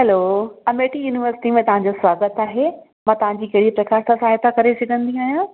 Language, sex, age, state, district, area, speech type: Sindhi, female, 30-45, Uttar Pradesh, Lucknow, urban, conversation